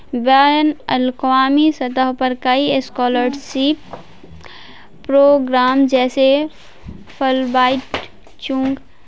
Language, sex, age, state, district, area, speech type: Urdu, female, 18-30, Bihar, Madhubani, urban, spontaneous